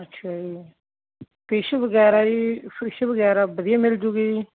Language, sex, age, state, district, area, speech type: Punjabi, male, 30-45, Punjab, Barnala, rural, conversation